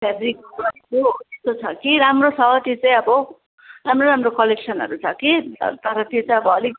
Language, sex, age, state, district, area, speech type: Nepali, female, 45-60, West Bengal, Jalpaiguri, urban, conversation